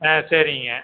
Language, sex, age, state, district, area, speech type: Tamil, male, 60+, Tamil Nadu, Erode, rural, conversation